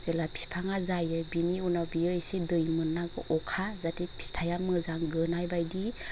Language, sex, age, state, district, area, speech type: Bodo, female, 30-45, Assam, Chirang, rural, spontaneous